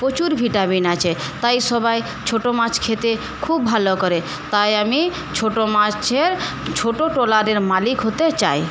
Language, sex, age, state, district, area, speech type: Bengali, female, 45-60, West Bengal, Paschim Medinipur, rural, spontaneous